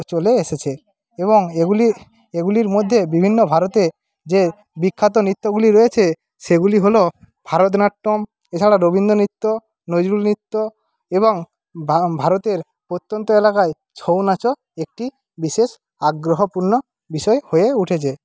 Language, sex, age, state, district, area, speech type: Bengali, male, 45-60, West Bengal, Jhargram, rural, spontaneous